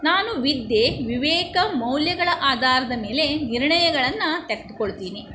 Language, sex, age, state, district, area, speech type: Kannada, female, 60+, Karnataka, Shimoga, rural, spontaneous